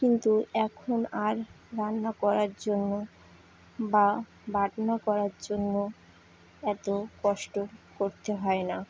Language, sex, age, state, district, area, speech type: Bengali, female, 18-30, West Bengal, Howrah, urban, spontaneous